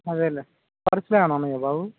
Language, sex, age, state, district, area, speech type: Telugu, male, 18-30, Telangana, Khammam, urban, conversation